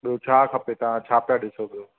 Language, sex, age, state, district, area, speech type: Sindhi, male, 45-60, Maharashtra, Mumbai Suburban, urban, conversation